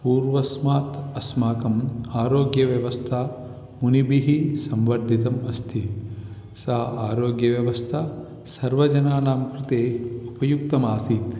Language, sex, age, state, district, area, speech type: Sanskrit, male, 18-30, Telangana, Vikarabad, urban, spontaneous